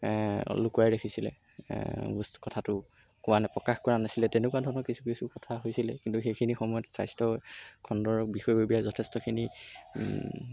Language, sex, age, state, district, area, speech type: Assamese, male, 18-30, Assam, Golaghat, urban, spontaneous